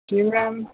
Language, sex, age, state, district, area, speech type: Hindi, male, 18-30, Uttar Pradesh, Sonbhadra, rural, conversation